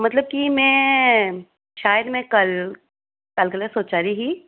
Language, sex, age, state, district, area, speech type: Dogri, female, 30-45, Jammu and Kashmir, Reasi, rural, conversation